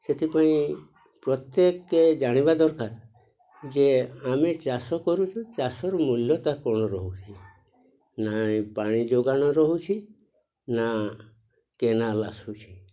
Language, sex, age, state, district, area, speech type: Odia, male, 60+, Odisha, Mayurbhanj, rural, spontaneous